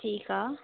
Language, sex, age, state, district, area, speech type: Sindhi, female, 18-30, Delhi, South Delhi, urban, conversation